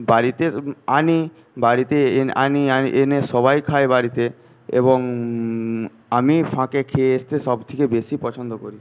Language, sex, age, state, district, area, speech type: Bengali, male, 18-30, West Bengal, Paschim Medinipur, urban, spontaneous